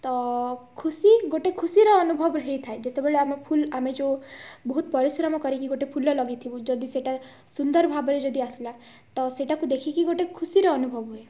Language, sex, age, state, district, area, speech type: Odia, female, 18-30, Odisha, Kalahandi, rural, spontaneous